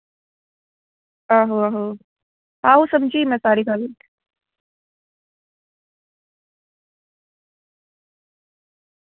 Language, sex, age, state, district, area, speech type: Dogri, female, 18-30, Jammu and Kashmir, Samba, rural, conversation